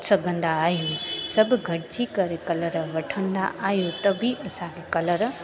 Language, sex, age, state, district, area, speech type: Sindhi, female, 30-45, Gujarat, Junagadh, urban, spontaneous